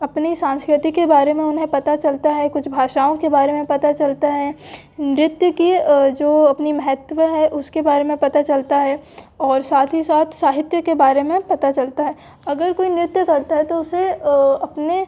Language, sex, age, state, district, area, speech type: Hindi, female, 18-30, Madhya Pradesh, Jabalpur, urban, spontaneous